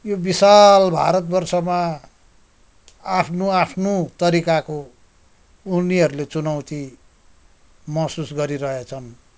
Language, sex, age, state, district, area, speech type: Nepali, male, 60+, West Bengal, Kalimpong, rural, spontaneous